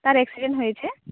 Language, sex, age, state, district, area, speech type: Bengali, female, 18-30, West Bengal, Jhargram, rural, conversation